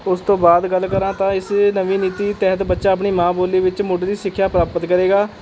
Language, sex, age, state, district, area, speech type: Punjabi, male, 18-30, Punjab, Rupnagar, urban, spontaneous